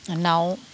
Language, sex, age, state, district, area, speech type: Bodo, female, 45-60, Assam, Udalguri, rural, spontaneous